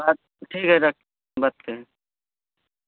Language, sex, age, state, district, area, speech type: Hindi, male, 30-45, Uttar Pradesh, Varanasi, urban, conversation